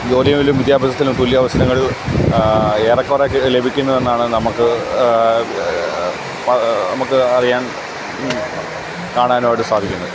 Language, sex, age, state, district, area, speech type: Malayalam, male, 30-45, Kerala, Alappuzha, rural, spontaneous